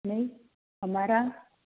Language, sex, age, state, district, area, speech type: Gujarati, female, 18-30, Gujarat, Ahmedabad, urban, conversation